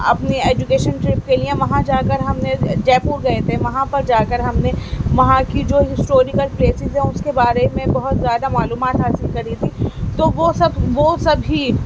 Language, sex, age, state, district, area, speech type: Urdu, female, 18-30, Delhi, Central Delhi, urban, spontaneous